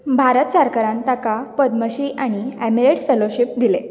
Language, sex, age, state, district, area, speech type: Goan Konkani, female, 18-30, Goa, Bardez, urban, read